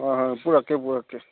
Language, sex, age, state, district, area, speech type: Manipuri, male, 18-30, Manipur, Chandel, rural, conversation